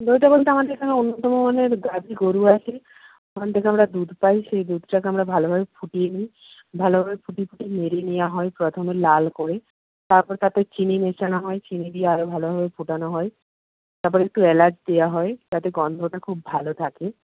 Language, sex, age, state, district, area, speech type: Bengali, female, 45-60, West Bengal, Nadia, rural, conversation